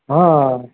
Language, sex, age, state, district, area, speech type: Gujarati, male, 45-60, Gujarat, Ahmedabad, urban, conversation